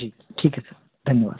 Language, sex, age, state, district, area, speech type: Hindi, male, 18-30, Madhya Pradesh, Jabalpur, urban, conversation